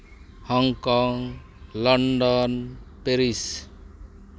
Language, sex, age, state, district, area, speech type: Santali, male, 60+, West Bengal, Malda, rural, spontaneous